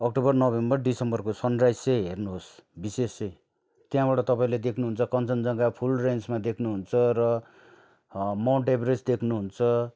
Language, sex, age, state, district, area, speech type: Nepali, male, 30-45, West Bengal, Darjeeling, rural, spontaneous